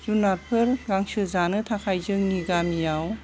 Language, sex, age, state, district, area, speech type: Bodo, female, 60+, Assam, Kokrajhar, urban, spontaneous